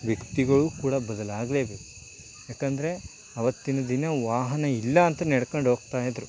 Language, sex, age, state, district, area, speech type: Kannada, male, 18-30, Karnataka, Chamarajanagar, rural, spontaneous